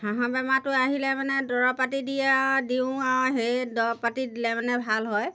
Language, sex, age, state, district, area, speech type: Assamese, female, 60+, Assam, Golaghat, rural, spontaneous